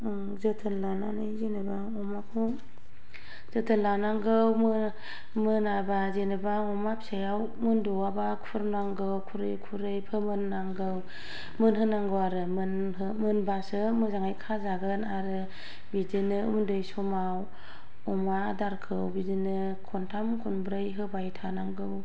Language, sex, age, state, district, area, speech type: Bodo, female, 45-60, Assam, Kokrajhar, rural, spontaneous